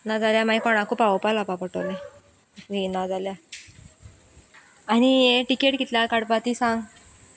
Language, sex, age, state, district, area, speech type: Goan Konkani, female, 18-30, Goa, Sanguem, rural, spontaneous